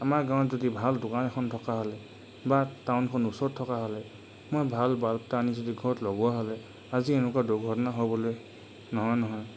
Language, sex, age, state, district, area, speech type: Assamese, male, 45-60, Assam, Charaideo, rural, spontaneous